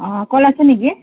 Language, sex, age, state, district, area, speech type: Assamese, female, 18-30, Assam, Kamrup Metropolitan, urban, conversation